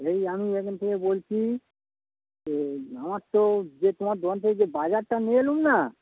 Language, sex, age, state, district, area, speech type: Bengali, male, 45-60, West Bengal, Dakshin Dinajpur, rural, conversation